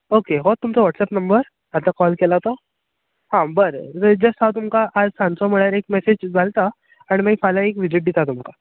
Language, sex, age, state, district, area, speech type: Goan Konkani, male, 18-30, Goa, Bardez, urban, conversation